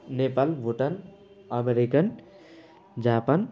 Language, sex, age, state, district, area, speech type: Nepali, male, 18-30, West Bengal, Jalpaiguri, rural, spontaneous